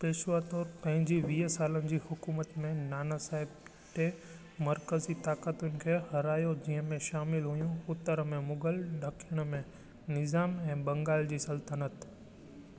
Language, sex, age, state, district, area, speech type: Sindhi, male, 18-30, Gujarat, Junagadh, urban, read